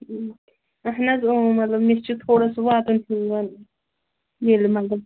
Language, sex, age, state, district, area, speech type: Kashmiri, female, 18-30, Jammu and Kashmir, Pulwama, rural, conversation